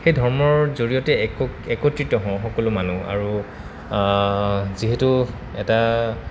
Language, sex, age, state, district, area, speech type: Assamese, male, 30-45, Assam, Goalpara, urban, spontaneous